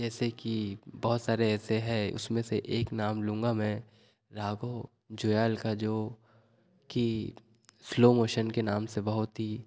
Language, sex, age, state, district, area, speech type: Hindi, male, 30-45, Madhya Pradesh, Betul, rural, spontaneous